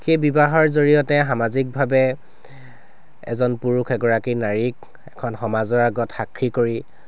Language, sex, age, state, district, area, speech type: Assamese, male, 30-45, Assam, Sivasagar, urban, spontaneous